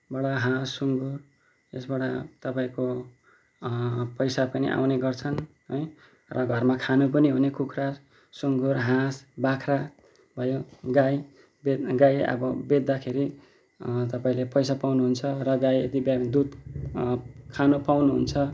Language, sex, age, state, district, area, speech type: Nepali, male, 30-45, West Bengal, Kalimpong, rural, spontaneous